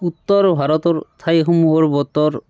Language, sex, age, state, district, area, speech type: Assamese, male, 30-45, Assam, Barpeta, rural, spontaneous